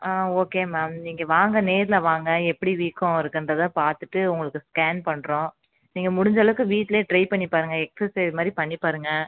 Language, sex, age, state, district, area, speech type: Tamil, female, 30-45, Tamil Nadu, Tiruchirappalli, rural, conversation